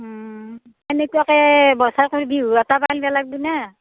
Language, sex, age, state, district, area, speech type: Assamese, female, 60+, Assam, Darrang, rural, conversation